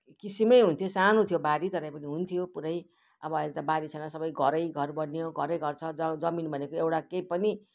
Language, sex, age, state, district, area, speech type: Nepali, female, 60+, West Bengal, Kalimpong, rural, spontaneous